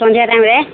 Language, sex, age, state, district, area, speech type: Odia, female, 45-60, Odisha, Angul, rural, conversation